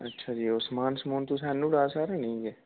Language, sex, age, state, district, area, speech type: Dogri, male, 18-30, Jammu and Kashmir, Udhampur, rural, conversation